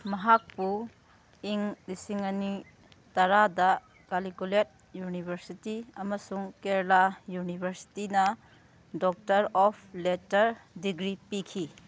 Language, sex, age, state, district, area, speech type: Manipuri, female, 30-45, Manipur, Kangpokpi, urban, read